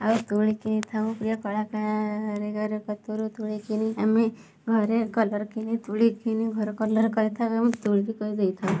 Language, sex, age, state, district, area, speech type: Odia, female, 30-45, Odisha, Kendujhar, urban, spontaneous